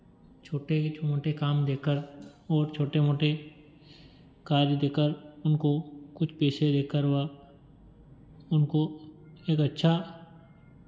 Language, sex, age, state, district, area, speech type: Hindi, male, 30-45, Madhya Pradesh, Ujjain, rural, spontaneous